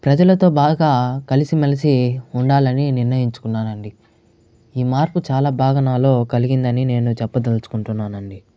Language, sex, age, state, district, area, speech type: Telugu, male, 45-60, Andhra Pradesh, Chittoor, urban, spontaneous